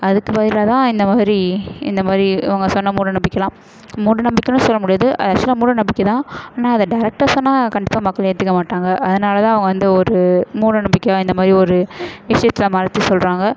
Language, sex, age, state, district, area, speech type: Tamil, female, 18-30, Tamil Nadu, Perambalur, urban, spontaneous